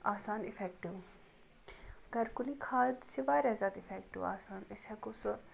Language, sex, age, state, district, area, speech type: Kashmiri, female, 30-45, Jammu and Kashmir, Ganderbal, rural, spontaneous